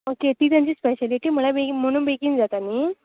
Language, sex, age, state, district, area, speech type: Goan Konkani, female, 18-30, Goa, Tiswadi, rural, conversation